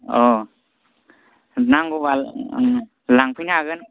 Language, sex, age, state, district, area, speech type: Bodo, male, 18-30, Assam, Kokrajhar, rural, conversation